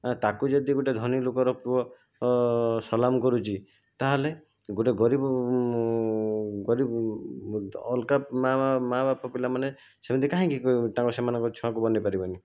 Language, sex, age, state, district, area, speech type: Odia, male, 45-60, Odisha, Jajpur, rural, spontaneous